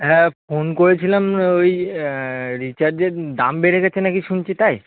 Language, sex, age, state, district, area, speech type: Bengali, male, 18-30, West Bengal, Kolkata, urban, conversation